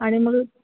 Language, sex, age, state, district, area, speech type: Marathi, female, 18-30, Maharashtra, Sangli, rural, conversation